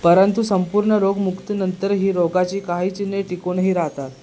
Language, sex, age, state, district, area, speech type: Marathi, male, 18-30, Maharashtra, Ratnagiri, rural, read